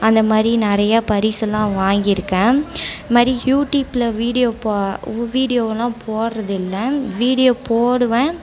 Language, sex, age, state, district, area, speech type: Tamil, female, 18-30, Tamil Nadu, Cuddalore, rural, spontaneous